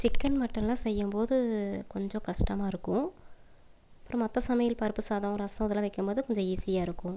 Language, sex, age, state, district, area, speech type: Tamil, female, 30-45, Tamil Nadu, Coimbatore, rural, spontaneous